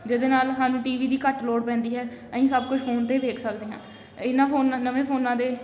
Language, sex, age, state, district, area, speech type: Punjabi, female, 18-30, Punjab, Amritsar, urban, spontaneous